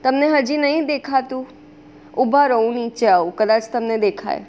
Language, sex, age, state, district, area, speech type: Gujarati, female, 18-30, Gujarat, Surat, urban, spontaneous